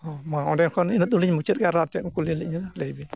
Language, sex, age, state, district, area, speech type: Santali, male, 60+, Odisha, Mayurbhanj, rural, spontaneous